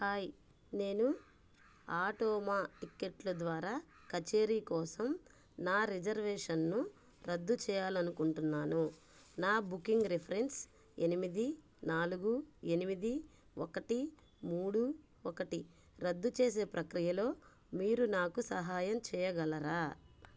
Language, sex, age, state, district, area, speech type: Telugu, female, 30-45, Andhra Pradesh, Bapatla, urban, read